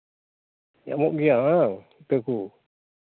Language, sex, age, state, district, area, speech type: Santali, male, 45-60, West Bengal, Malda, rural, conversation